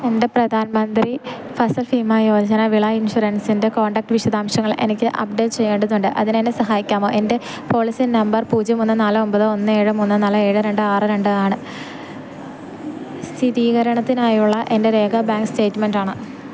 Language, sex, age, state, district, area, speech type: Malayalam, female, 18-30, Kerala, Idukki, rural, read